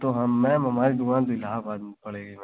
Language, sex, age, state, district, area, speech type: Hindi, male, 18-30, Uttar Pradesh, Pratapgarh, rural, conversation